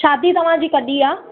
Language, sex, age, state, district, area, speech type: Sindhi, female, 30-45, Gujarat, Surat, urban, conversation